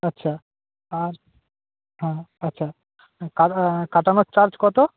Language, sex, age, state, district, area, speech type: Bengali, male, 18-30, West Bengal, Purba Medinipur, rural, conversation